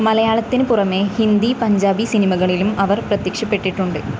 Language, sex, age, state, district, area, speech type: Malayalam, female, 18-30, Kerala, Kasaragod, rural, read